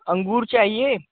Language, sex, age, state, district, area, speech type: Hindi, male, 18-30, Uttar Pradesh, Chandauli, rural, conversation